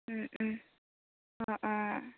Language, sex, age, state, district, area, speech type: Assamese, female, 60+, Assam, Dibrugarh, rural, conversation